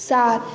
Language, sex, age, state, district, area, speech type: Maithili, female, 18-30, Bihar, Madhubani, urban, read